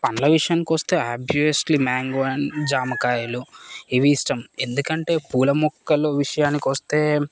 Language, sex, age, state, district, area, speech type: Telugu, male, 18-30, Telangana, Mancherial, rural, spontaneous